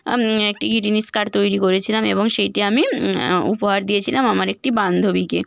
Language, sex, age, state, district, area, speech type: Bengali, female, 18-30, West Bengal, Bankura, urban, spontaneous